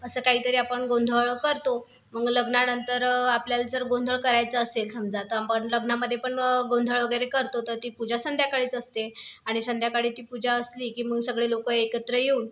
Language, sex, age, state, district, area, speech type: Marathi, female, 30-45, Maharashtra, Buldhana, urban, spontaneous